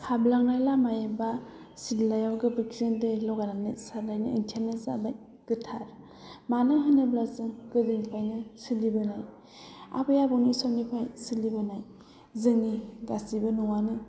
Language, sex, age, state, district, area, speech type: Bodo, female, 30-45, Assam, Udalguri, rural, spontaneous